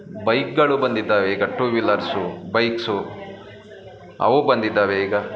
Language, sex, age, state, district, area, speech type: Kannada, male, 30-45, Karnataka, Bangalore Urban, urban, spontaneous